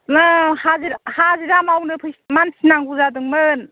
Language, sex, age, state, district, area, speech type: Bodo, female, 45-60, Assam, Udalguri, rural, conversation